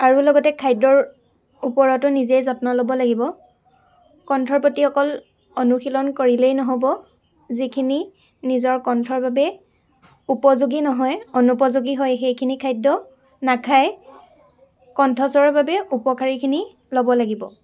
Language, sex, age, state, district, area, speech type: Assamese, female, 18-30, Assam, Lakhimpur, rural, spontaneous